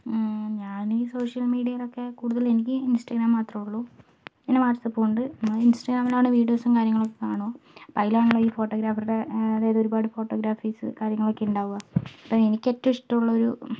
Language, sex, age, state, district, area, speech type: Malayalam, female, 60+, Kerala, Kozhikode, urban, spontaneous